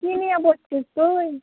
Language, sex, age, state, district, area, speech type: Bengali, female, 18-30, West Bengal, Murshidabad, rural, conversation